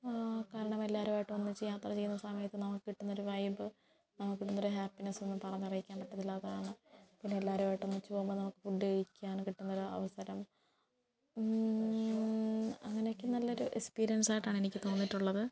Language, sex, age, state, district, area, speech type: Malayalam, female, 18-30, Kerala, Kottayam, rural, spontaneous